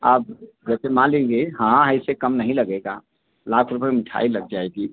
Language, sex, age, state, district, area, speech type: Hindi, male, 60+, Uttar Pradesh, Azamgarh, rural, conversation